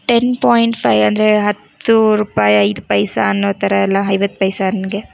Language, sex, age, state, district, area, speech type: Kannada, female, 18-30, Karnataka, Tumkur, rural, spontaneous